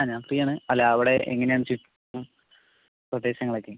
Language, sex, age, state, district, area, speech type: Malayalam, male, 45-60, Kerala, Palakkad, rural, conversation